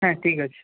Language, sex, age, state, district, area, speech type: Bengali, male, 18-30, West Bengal, Purba Medinipur, rural, conversation